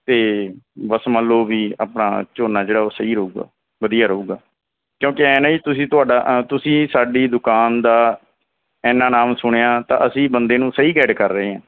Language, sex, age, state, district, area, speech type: Punjabi, male, 30-45, Punjab, Mansa, urban, conversation